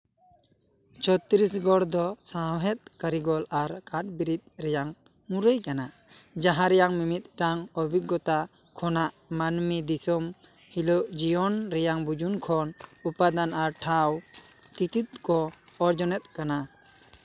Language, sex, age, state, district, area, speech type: Santali, male, 18-30, West Bengal, Bankura, rural, read